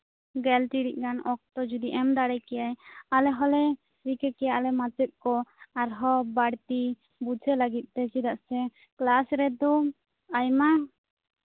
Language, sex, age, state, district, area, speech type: Santali, female, 18-30, West Bengal, Bankura, rural, conversation